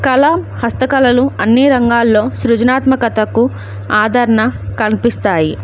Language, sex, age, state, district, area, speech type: Telugu, female, 18-30, Andhra Pradesh, Alluri Sitarama Raju, rural, spontaneous